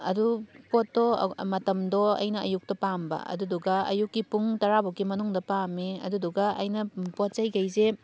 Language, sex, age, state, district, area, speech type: Manipuri, female, 18-30, Manipur, Thoubal, rural, spontaneous